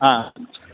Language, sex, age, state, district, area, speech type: Sanskrit, male, 45-60, Karnataka, Bangalore Urban, urban, conversation